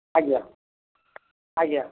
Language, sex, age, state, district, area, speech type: Odia, male, 30-45, Odisha, Boudh, rural, conversation